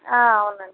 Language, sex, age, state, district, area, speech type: Telugu, female, 30-45, Andhra Pradesh, N T Rama Rao, rural, conversation